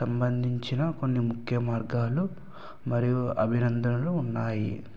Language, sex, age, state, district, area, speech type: Telugu, male, 60+, Andhra Pradesh, Eluru, rural, spontaneous